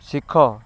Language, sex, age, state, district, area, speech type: Odia, male, 30-45, Odisha, Ganjam, urban, read